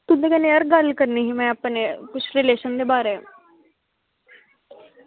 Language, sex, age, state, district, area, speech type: Dogri, female, 18-30, Jammu and Kashmir, Samba, rural, conversation